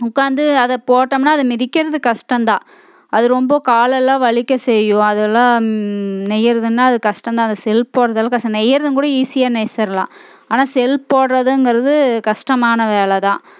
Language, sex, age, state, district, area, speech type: Tamil, female, 30-45, Tamil Nadu, Coimbatore, rural, spontaneous